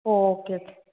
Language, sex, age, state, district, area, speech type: Tamil, female, 18-30, Tamil Nadu, Tiruppur, rural, conversation